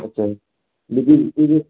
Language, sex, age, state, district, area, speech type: Punjabi, male, 45-60, Punjab, Barnala, rural, conversation